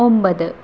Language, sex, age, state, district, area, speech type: Malayalam, female, 30-45, Kerala, Ernakulam, rural, read